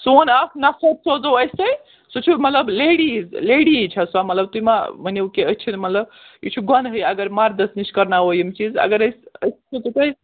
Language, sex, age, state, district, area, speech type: Kashmiri, female, 18-30, Jammu and Kashmir, Srinagar, urban, conversation